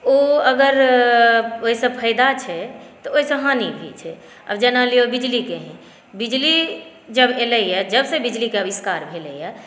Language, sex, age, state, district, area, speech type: Maithili, female, 45-60, Bihar, Saharsa, urban, spontaneous